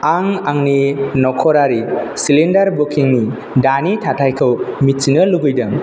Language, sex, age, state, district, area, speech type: Bodo, male, 18-30, Assam, Kokrajhar, rural, read